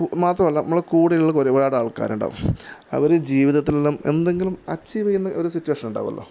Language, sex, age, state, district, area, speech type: Malayalam, male, 30-45, Kerala, Kasaragod, rural, spontaneous